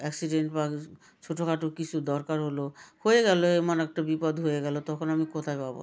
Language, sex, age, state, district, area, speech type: Bengali, female, 60+, West Bengal, South 24 Parganas, rural, spontaneous